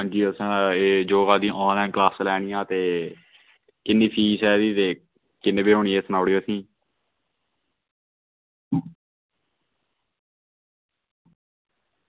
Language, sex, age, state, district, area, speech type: Dogri, male, 30-45, Jammu and Kashmir, Udhampur, rural, conversation